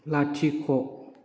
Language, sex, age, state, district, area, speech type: Bodo, male, 18-30, Assam, Chirang, rural, read